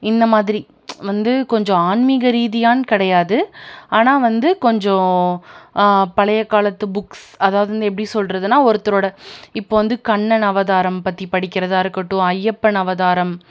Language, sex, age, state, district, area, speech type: Tamil, female, 18-30, Tamil Nadu, Tiruppur, urban, spontaneous